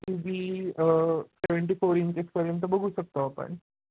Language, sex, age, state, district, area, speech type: Marathi, male, 18-30, Maharashtra, Osmanabad, rural, conversation